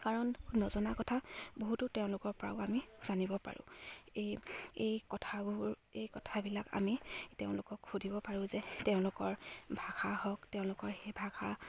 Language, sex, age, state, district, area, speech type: Assamese, female, 18-30, Assam, Charaideo, rural, spontaneous